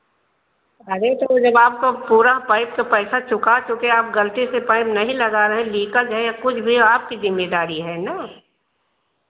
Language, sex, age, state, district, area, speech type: Hindi, female, 60+, Uttar Pradesh, Ayodhya, rural, conversation